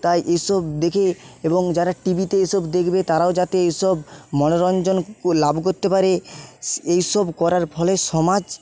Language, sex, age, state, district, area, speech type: Bengali, male, 30-45, West Bengal, Jhargram, rural, spontaneous